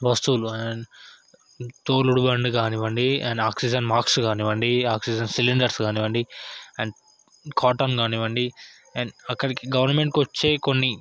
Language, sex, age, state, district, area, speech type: Telugu, male, 18-30, Telangana, Yadadri Bhuvanagiri, urban, spontaneous